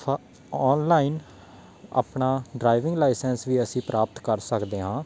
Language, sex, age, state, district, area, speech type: Punjabi, male, 18-30, Punjab, Patiala, urban, spontaneous